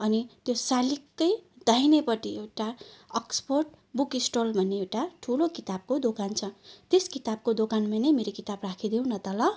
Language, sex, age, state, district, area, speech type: Nepali, female, 60+, West Bengal, Darjeeling, rural, spontaneous